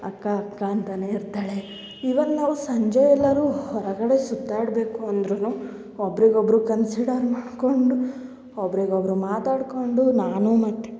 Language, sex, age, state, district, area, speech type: Kannada, female, 18-30, Karnataka, Hassan, urban, spontaneous